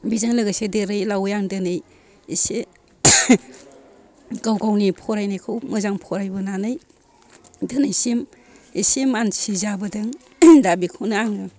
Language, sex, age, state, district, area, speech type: Bodo, female, 45-60, Assam, Kokrajhar, urban, spontaneous